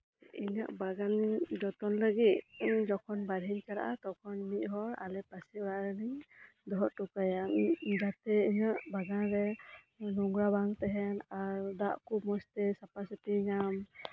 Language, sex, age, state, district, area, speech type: Santali, female, 30-45, West Bengal, Birbhum, rural, spontaneous